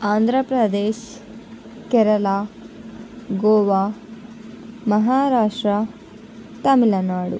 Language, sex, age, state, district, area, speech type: Telugu, female, 45-60, Andhra Pradesh, Visakhapatnam, urban, spontaneous